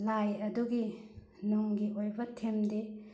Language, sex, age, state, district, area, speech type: Manipuri, female, 30-45, Manipur, Bishnupur, rural, spontaneous